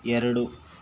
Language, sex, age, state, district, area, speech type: Kannada, male, 60+, Karnataka, Bangalore Rural, rural, read